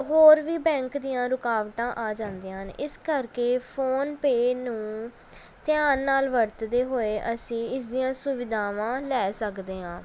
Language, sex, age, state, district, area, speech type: Punjabi, female, 18-30, Punjab, Pathankot, urban, spontaneous